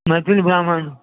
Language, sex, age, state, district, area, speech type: Maithili, male, 45-60, Bihar, Supaul, rural, conversation